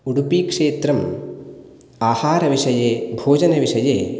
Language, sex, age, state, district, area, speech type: Sanskrit, male, 18-30, Karnataka, Uttara Kannada, rural, spontaneous